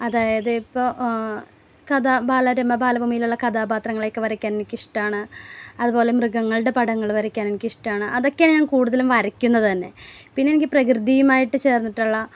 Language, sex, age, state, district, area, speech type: Malayalam, female, 30-45, Kerala, Ernakulam, rural, spontaneous